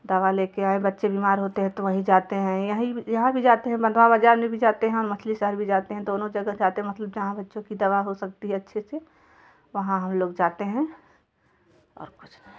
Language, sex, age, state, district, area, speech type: Hindi, female, 30-45, Uttar Pradesh, Jaunpur, urban, spontaneous